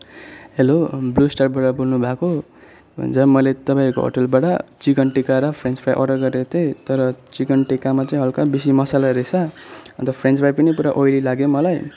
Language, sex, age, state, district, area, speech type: Nepali, male, 18-30, West Bengal, Darjeeling, rural, spontaneous